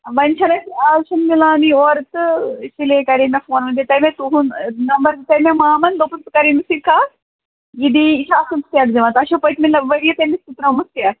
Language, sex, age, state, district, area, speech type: Kashmiri, female, 45-60, Jammu and Kashmir, Ganderbal, rural, conversation